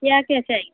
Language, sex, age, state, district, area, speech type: Hindi, female, 30-45, Uttar Pradesh, Ghazipur, rural, conversation